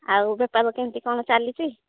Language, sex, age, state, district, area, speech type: Odia, female, 45-60, Odisha, Angul, rural, conversation